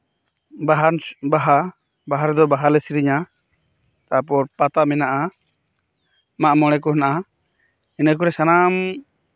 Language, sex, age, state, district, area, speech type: Santali, male, 30-45, West Bengal, Birbhum, rural, spontaneous